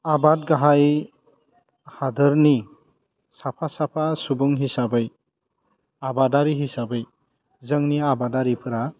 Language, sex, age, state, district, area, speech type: Bodo, male, 30-45, Assam, Udalguri, urban, spontaneous